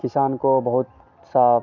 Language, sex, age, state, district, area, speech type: Hindi, male, 18-30, Bihar, Madhepura, rural, spontaneous